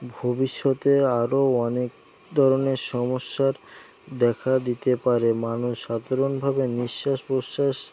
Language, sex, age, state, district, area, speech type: Bengali, male, 18-30, West Bengal, North 24 Parganas, rural, spontaneous